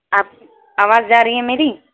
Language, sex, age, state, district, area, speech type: Urdu, female, 18-30, Uttar Pradesh, Balrampur, rural, conversation